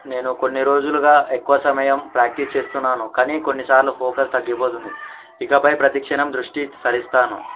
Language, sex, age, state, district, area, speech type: Telugu, male, 18-30, Telangana, Mahabubabad, urban, conversation